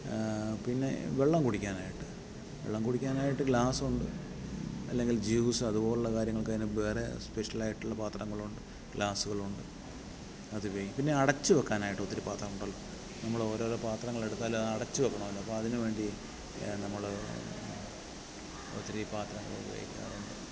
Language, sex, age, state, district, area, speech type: Malayalam, male, 45-60, Kerala, Alappuzha, urban, spontaneous